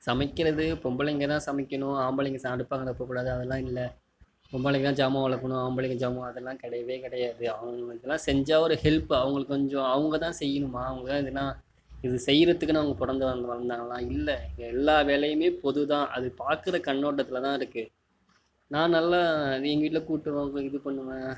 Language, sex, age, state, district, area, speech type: Tamil, male, 45-60, Tamil Nadu, Mayiladuthurai, rural, spontaneous